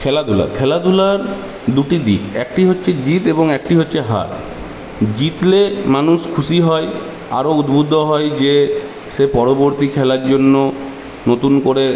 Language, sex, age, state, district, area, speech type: Bengali, male, 18-30, West Bengal, Purulia, urban, spontaneous